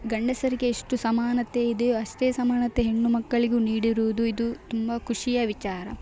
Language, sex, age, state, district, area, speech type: Kannada, female, 18-30, Karnataka, Dakshina Kannada, rural, spontaneous